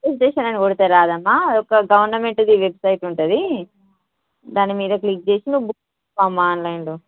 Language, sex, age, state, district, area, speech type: Telugu, female, 18-30, Telangana, Hyderabad, rural, conversation